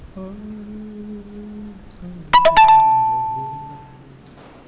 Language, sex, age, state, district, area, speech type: Gujarati, male, 60+, Gujarat, Narmada, rural, spontaneous